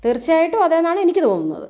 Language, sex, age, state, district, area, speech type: Malayalam, female, 30-45, Kerala, Kottayam, rural, spontaneous